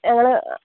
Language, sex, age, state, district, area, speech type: Malayalam, female, 18-30, Kerala, Palakkad, rural, conversation